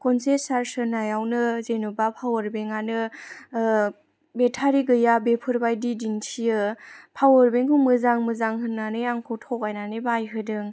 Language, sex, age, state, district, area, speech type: Bodo, female, 18-30, Assam, Chirang, rural, spontaneous